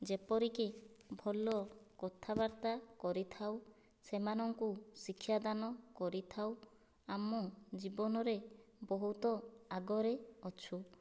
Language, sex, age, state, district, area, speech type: Odia, female, 30-45, Odisha, Kandhamal, rural, spontaneous